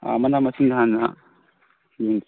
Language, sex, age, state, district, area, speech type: Manipuri, male, 18-30, Manipur, Kangpokpi, urban, conversation